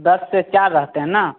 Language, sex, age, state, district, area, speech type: Hindi, male, 18-30, Bihar, Samastipur, rural, conversation